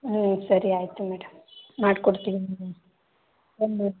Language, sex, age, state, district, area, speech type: Kannada, female, 18-30, Karnataka, Hassan, rural, conversation